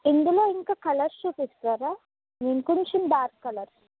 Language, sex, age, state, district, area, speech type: Telugu, female, 45-60, Andhra Pradesh, Eluru, rural, conversation